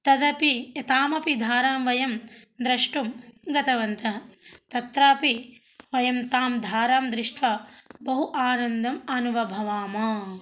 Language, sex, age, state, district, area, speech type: Sanskrit, female, 30-45, Telangana, Ranga Reddy, urban, spontaneous